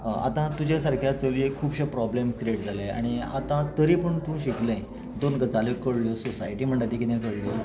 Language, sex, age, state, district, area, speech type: Goan Konkani, female, 18-30, Goa, Tiswadi, rural, spontaneous